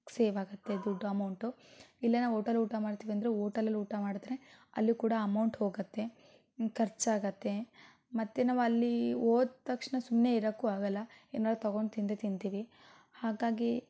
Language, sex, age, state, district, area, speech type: Kannada, female, 18-30, Karnataka, Shimoga, rural, spontaneous